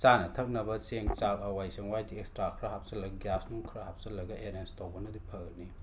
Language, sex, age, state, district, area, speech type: Manipuri, male, 60+, Manipur, Imphal West, urban, spontaneous